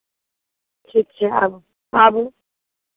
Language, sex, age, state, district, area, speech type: Maithili, female, 60+, Bihar, Madhepura, rural, conversation